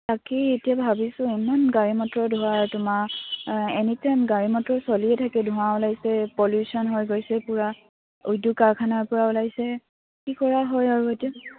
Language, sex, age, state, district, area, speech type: Assamese, female, 18-30, Assam, Dibrugarh, rural, conversation